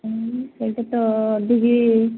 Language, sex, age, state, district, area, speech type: Odia, female, 60+, Odisha, Gajapati, rural, conversation